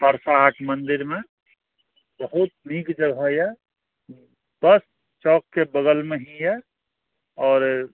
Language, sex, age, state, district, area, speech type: Maithili, male, 45-60, Bihar, Araria, rural, conversation